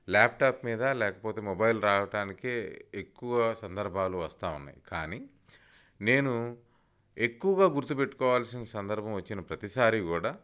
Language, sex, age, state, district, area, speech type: Telugu, male, 30-45, Andhra Pradesh, Bapatla, urban, spontaneous